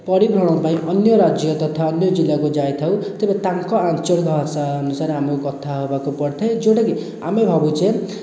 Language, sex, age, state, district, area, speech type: Odia, male, 18-30, Odisha, Khordha, rural, spontaneous